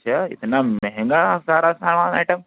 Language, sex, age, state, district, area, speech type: Urdu, male, 30-45, Uttar Pradesh, Lucknow, urban, conversation